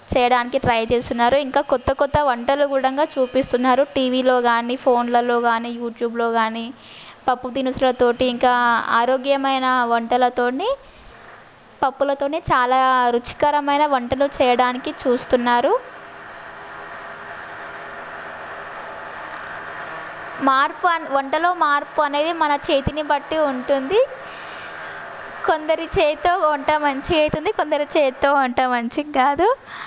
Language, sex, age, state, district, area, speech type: Telugu, female, 18-30, Telangana, Mahbubnagar, urban, spontaneous